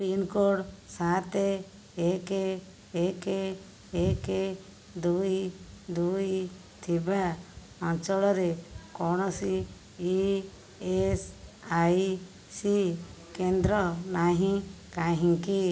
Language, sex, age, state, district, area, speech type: Odia, female, 60+, Odisha, Khordha, rural, read